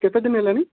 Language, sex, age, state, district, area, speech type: Odia, male, 30-45, Odisha, Sundergarh, urban, conversation